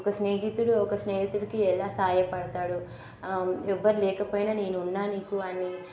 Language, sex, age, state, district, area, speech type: Telugu, female, 18-30, Telangana, Nagarkurnool, rural, spontaneous